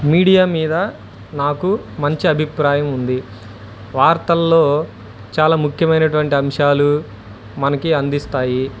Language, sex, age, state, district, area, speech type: Telugu, male, 30-45, Andhra Pradesh, Guntur, urban, spontaneous